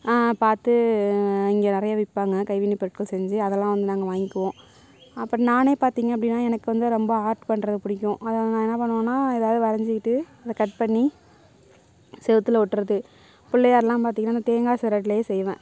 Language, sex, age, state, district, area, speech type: Tamil, female, 60+, Tamil Nadu, Mayiladuthurai, rural, spontaneous